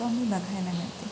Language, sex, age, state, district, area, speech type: Marathi, female, 18-30, Maharashtra, Ratnagiri, rural, spontaneous